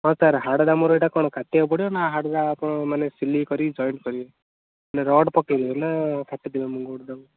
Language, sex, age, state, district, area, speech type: Odia, male, 18-30, Odisha, Ganjam, urban, conversation